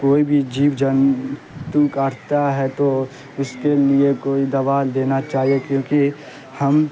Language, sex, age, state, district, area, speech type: Urdu, male, 18-30, Bihar, Saharsa, rural, spontaneous